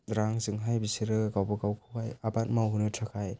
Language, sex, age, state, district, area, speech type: Bodo, male, 60+, Assam, Chirang, urban, spontaneous